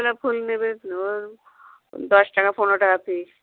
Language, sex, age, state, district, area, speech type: Bengali, female, 60+, West Bengal, Dakshin Dinajpur, rural, conversation